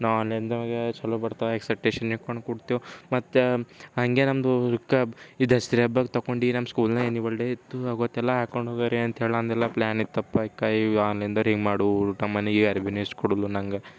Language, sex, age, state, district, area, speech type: Kannada, male, 18-30, Karnataka, Bidar, urban, spontaneous